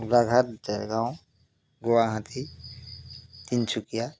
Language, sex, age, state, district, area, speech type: Assamese, male, 30-45, Assam, Jorhat, urban, spontaneous